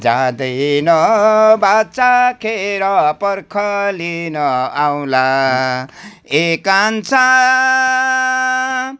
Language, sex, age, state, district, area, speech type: Nepali, male, 60+, West Bengal, Jalpaiguri, urban, spontaneous